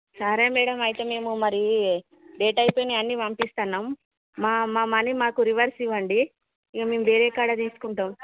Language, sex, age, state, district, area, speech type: Telugu, female, 30-45, Telangana, Jagtial, urban, conversation